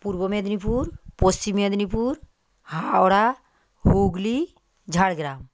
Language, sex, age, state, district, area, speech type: Bengali, female, 45-60, West Bengal, South 24 Parganas, rural, spontaneous